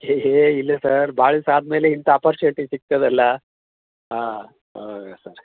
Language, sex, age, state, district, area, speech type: Kannada, male, 60+, Karnataka, Koppal, rural, conversation